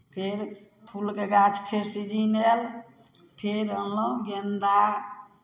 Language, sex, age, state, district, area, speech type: Maithili, female, 60+, Bihar, Samastipur, rural, spontaneous